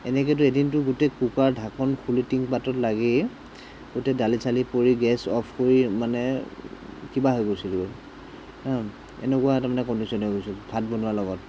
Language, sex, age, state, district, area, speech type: Assamese, male, 45-60, Assam, Morigaon, rural, spontaneous